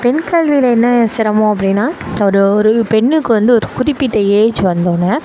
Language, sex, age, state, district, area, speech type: Tamil, female, 18-30, Tamil Nadu, Sivaganga, rural, spontaneous